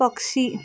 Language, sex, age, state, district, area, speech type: Marathi, female, 30-45, Maharashtra, Amravati, rural, read